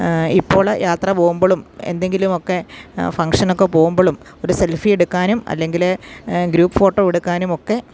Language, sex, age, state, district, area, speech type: Malayalam, female, 45-60, Kerala, Kottayam, rural, spontaneous